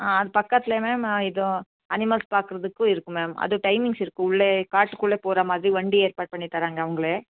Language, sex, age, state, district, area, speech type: Tamil, female, 30-45, Tamil Nadu, Nilgiris, urban, conversation